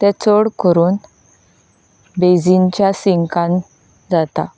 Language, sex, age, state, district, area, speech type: Goan Konkani, female, 18-30, Goa, Ponda, rural, spontaneous